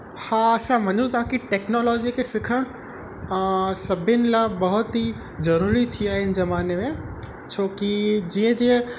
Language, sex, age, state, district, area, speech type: Sindhi, male, 18-30, Gujarat, Kutch, urban, spontaneous